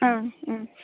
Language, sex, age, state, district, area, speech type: Bodo, female, 18-30, Assam, Baksa, rural, conversation